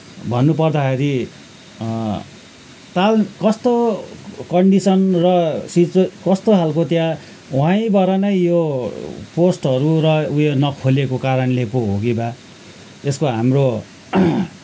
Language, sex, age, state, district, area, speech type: Nepali, male, 45-60, West Bengal, Kalimpong, rural, spontaneous